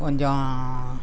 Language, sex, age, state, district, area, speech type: Tamil, male, 60+, Tamil Nadu, Coimbatore, rural, spontaneous